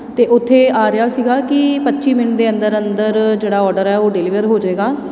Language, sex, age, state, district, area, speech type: Punjabi, female, 30-45, Punjab, Tarn Taran, urban, spontaneous